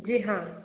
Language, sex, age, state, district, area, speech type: Hindi, female, 45-60, Uttar Pradesh, Sonbhadra, rural, conversation